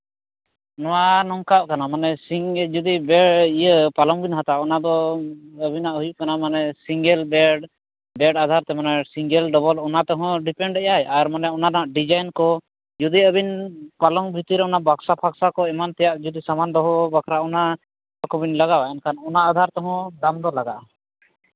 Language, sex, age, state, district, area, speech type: Santali, male, 30-45, Jharkhand, East Singhbhum, rural, conversation